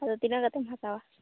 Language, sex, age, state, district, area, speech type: Santali, female, 18-30, West Bengal, Purulia, rural, conversation